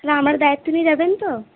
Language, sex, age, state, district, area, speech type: Bengali, female, 18-30, West Bengal, Purba Bardhaman, urban, conversation